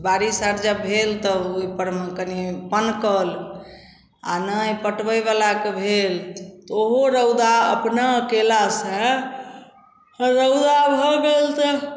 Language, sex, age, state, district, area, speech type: Maithili, female, 45-60, Bihar, Samastipur, rural, spontaneous